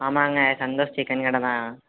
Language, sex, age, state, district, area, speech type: Tamil, male, 18-30, Tamil Nadu, Thoothukudi, rural, conversation